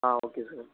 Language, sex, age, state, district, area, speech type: Tamil, male, 18-30, Tamil Nadu, Pudukkottai, rural, conversation